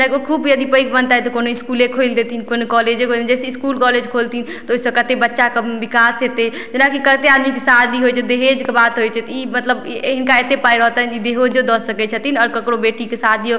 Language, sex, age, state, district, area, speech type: Maithili, female, 18-30, Bihar, Madhubani, rural, spontaneous